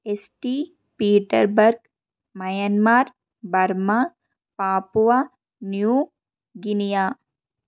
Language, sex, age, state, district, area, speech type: Telugu, female, 18-30, Telangana, Mahabubabad, rural, spontaneous